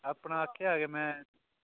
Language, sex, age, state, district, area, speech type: Dogri, male, 18-30, Jammu and Kashmir, Udhampur, urban, conversation